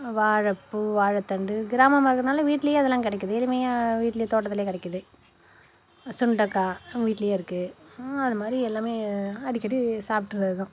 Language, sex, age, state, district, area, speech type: Tamil, female, 45-60, Tamil Nadu, Nagapattinam, rural, spontaneous